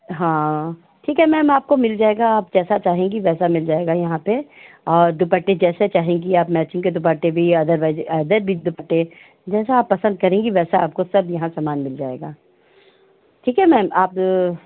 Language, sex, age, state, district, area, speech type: Hindi, female, 60+, Uttar Pradesh, Hardoi, rural, conversation